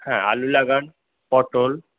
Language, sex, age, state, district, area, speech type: Bengali, male, 60+, West Bengal, Purba Bardhaman, rural, conversation